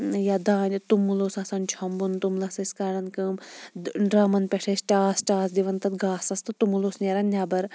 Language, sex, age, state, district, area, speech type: Kashmiri, female, 30-45, Jammu and Kashmir, Shopian, rural, spontaneous